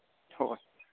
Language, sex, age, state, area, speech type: Manipuri, male, 30-45, Manipur, urban, conversation